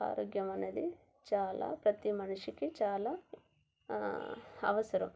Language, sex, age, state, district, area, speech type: Telugu, female, 30-45, Telangana, Warangal, rural, spontaneous